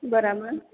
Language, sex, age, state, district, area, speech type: Gujarati, female, 30-45, Gujarat, Surat, urban, conversation